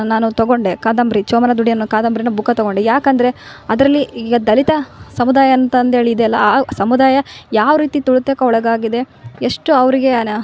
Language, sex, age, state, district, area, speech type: Kannada, female, 18-30, Karnataka, Vijayanagara, rural, spontaneous